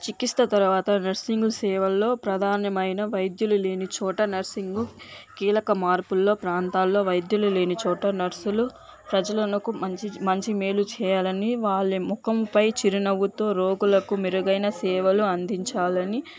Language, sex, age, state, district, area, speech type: Telugu, female, 18-30, Andhra Pradesh, Sri Balaji, rural, spontaneous